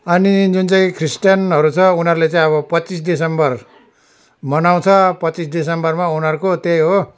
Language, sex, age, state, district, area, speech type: Nepali, male, 60+, West Bengal, Darjeeling, rural, spontaneous